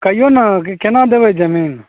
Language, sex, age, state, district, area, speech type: Maithili, male, 45-60, Bihar, Samastipur, rural, conversation